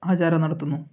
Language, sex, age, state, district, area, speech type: Malayalam, male, 18-30, Kerala, Kannur, rural, spontaneous